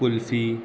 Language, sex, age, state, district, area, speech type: Goan Konkani, male, 18-30, Goa, Murmgao, urban, spontaneous